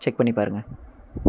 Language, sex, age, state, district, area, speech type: Tamil, male, 18-30, Tamil Nadu, Erode, rural, spontaneous